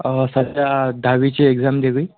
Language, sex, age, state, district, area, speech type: Marathi, male, 18-30, Maharashtra, Washim, urban, conversation